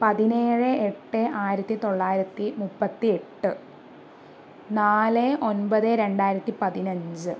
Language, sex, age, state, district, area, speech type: Malayalam, female, 30-45, Kerala, Palakkad, urban, spontaneous